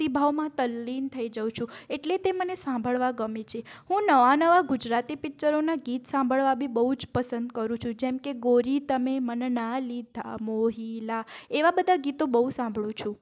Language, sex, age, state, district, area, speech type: Gujarati, female, 45-60, Gujarat, Mehsana, rural, spontaneous